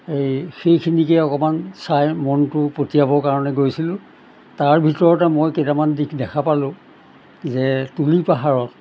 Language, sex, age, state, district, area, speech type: Assamese, male, 60+, Assam, Golaghat, urban, spontaneous